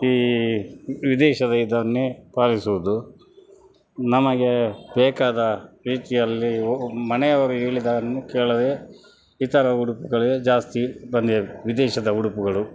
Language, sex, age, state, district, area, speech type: Kannada, male, 60+, Karnataka, Dakshina Kannada, rural, spontaneous